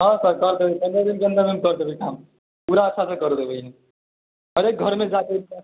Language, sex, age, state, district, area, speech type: Maithili, male, 18-30, Bihar, Muzaffarpur, rural, conversation